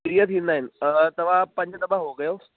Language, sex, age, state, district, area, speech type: Sindhi, male, 18-30, Delhi, South Delhi, urban, conversation